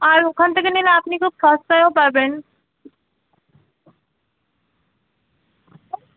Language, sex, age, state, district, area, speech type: Bengali, female, 18-30, West Bengal, Dakshin Dinajpur, urban, conversation